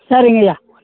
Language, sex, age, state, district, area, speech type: Tamil, male, 60+, Tamil Nadu, Perambalur, rural, conversation